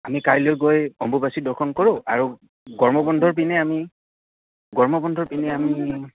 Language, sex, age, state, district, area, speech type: Assamese, male, 18-30, Assam, Goalpara, rural, conversation